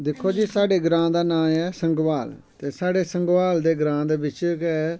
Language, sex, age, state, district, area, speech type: Dogri, male, 45-60, Jammu and Kashmir, Samba, rural, spontaneous